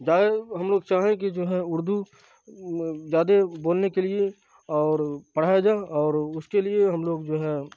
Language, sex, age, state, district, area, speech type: Urdu, male, 45-60, Bihar, Khagaria, rural, spontaneous